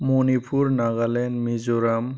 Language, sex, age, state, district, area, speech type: Bodo, male, 30-45, Assam, Chirang, rural, spontaneous